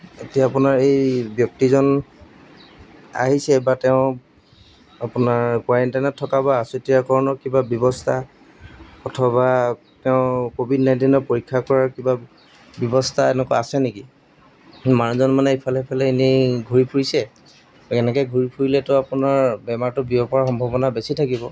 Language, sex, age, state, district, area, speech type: Assamese, male, 30-45, Assam, Golaghat, urban, spontaneous